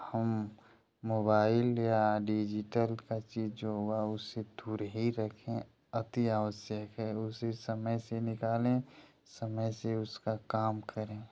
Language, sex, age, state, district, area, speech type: Hindi, male, 30-45, Uttar Pradesh, Ghazipur, rural, spontaneous